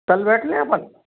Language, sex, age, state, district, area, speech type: Hindi, male, 45-60, Madhya Pradesh, Gwalior, rural, conversation